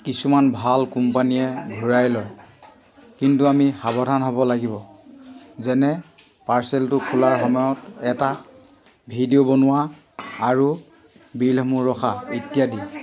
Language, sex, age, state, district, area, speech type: Assamese, male, 45-60, Assam, Sivasagar, rural, read